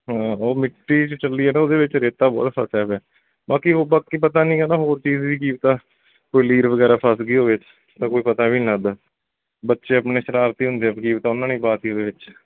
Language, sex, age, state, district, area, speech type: Punjabi, male, 45-60, Punjab, Bathinda, urban, conversation